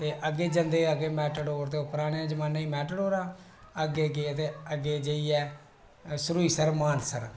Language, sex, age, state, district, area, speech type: Dogri, male, 18-30, Jammu and Kashmir, Reasi, rural, spontaneous